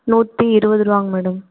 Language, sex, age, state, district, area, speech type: Tamil, female, 18-30, Tamil Nadu, Erode, rural, conversation